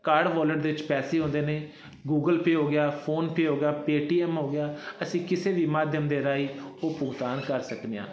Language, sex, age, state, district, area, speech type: Punjabi, male, 30-45, Punjab, Fazilka, urban, spontaneous